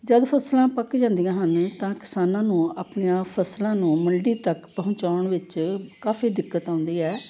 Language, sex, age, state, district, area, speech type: Punjabi, female, 60+, Punjab, Amritsar, urban, spontaneous